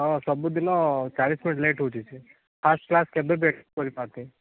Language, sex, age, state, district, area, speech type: Odia, male, 18-30, Odisha, Rayagada, rural, conversation